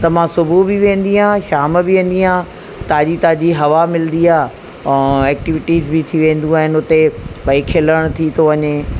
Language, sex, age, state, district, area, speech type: Sindhi, female, 45-60, Uttar Pradesh, Lucknow, urban, spontaneous